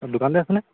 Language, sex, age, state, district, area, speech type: Assamese, male, 18-30, Assam, Sivasagar, urban, conversation